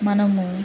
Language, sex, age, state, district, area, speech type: Telugu, female, 30-45, Andhra Pradesh, Guntur, rural, spontaneous